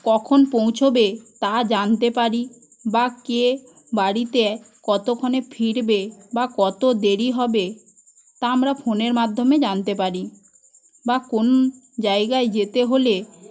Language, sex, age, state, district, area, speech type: Bengali, female, 18-30, West Bengal, Paschim Medinipur, rural, spontaneous